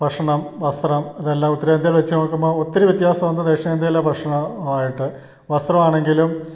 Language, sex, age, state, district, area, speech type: Malayalam, male, 60+, Kerala, Idukki, rural, spontaneous